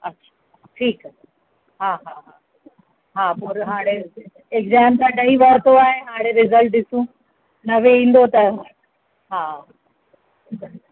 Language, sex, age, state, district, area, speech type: Sindhi, female, 30-45, Uttar Pradesh, Lucknow, urban, conversation